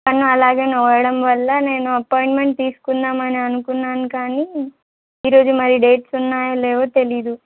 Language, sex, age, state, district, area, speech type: Telugu, female, 18-30, Telangana, Kamareddy, urban, conversation